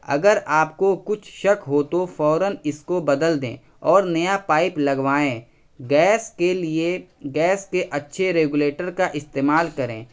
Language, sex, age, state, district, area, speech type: Urdu, male, 30-45, Bihar, Araria, rural, spontaneous